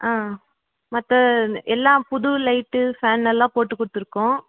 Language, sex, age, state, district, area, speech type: Tamil, female, 18-30, Tamil Nadu, Krishnagiri, rural, conversation